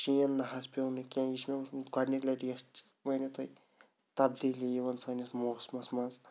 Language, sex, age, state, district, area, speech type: Kashmiri, male, 30-45, Jammu and Kashmir, Shopian, rural, spontaneous